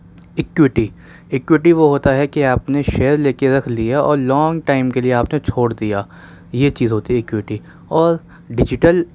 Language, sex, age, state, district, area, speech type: Urdu, male, 30-45, Delhi, Central Delhi, urban, spontaneous